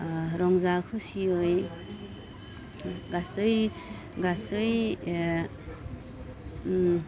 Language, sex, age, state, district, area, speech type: Bodo, female, 30-45, Assam, Udalguri, urban, spontaneous